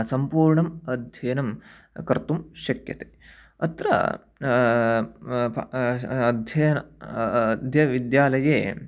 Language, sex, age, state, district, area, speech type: Sanskrit, male, 18-30, Karnataka, Uttara Kannada, rural, spontaneous